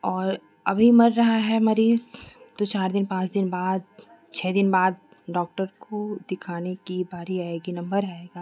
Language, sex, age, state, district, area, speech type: Hindi, female, 30-45, Uttar Pradesh, Chandauli, urban, spontaneous